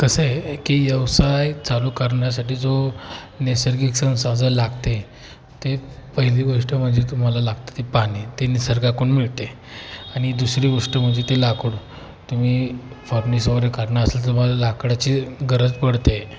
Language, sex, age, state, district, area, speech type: Marathi, male, 18-30, Maharashtra, Jalna, rural, spontaneous